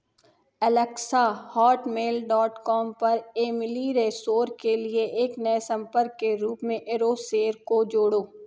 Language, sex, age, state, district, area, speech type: Hindi, female, 30-45, Madhya Pradesh, Katni, urban, read